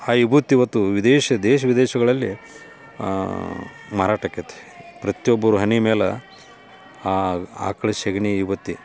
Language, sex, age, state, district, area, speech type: Kannada, male, 45-60, Karnataka, Dharwad, rural, spontaneous